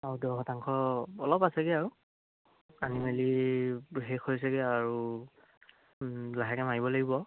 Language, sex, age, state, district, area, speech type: Assamese, male, 18-30, Assam, Charaideo, rural, conversation